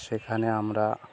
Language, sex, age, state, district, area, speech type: Bengali, male, 60+, West Bengal, Bankura, urban, spontaneous